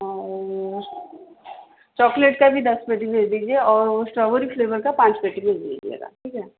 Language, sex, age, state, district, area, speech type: Hindi, female, 30-45, Madhya Pradesh, Seoni, urban, conversation